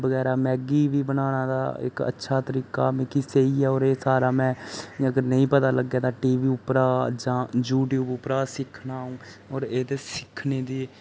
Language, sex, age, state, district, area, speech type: Dogri, male, 18-30, Jammu and Kashmir, Reasi, rural, spontaneous